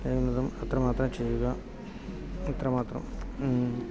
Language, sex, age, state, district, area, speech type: Malayalam, male, 45-60, Kerala, Kasaragod, rural, spontaneous